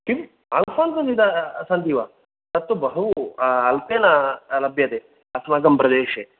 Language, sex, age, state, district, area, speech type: Sanskrit, male, 18-30, Karnataka, Dakshina Kannada, rural, conversation